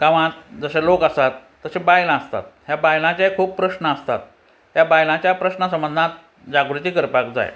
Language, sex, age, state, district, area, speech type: Goan Konkani, male, 60+, Goa, Ponda, rural, spontaneous